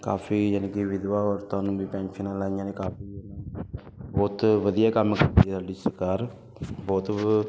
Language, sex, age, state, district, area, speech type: Punjabi, male, 30-45, Punjab, Ludhiana, urban, spontaneous